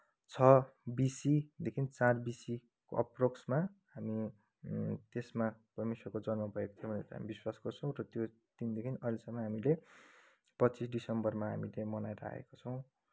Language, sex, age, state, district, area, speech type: Nepali, male, 30-45, West Bengal, Kalimpong, rural, spontaneous